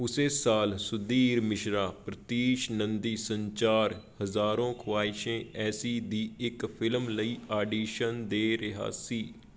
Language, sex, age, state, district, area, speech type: Punjabi, male, 30-45, Punjab, Patiala, urban, read